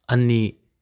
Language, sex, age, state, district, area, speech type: Manipuri, male, 18-30, Manipur, Kakching, rural, read